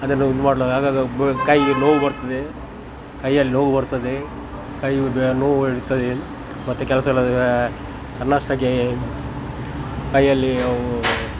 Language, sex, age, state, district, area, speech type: Kannada, male, 60+, Karnataka, Dakshina Kannada, rural, spontaneous